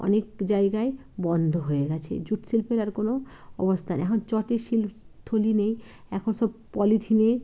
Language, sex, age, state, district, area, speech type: Bengali, female, 60+, West Bengal, Bankura, urban, spontaneous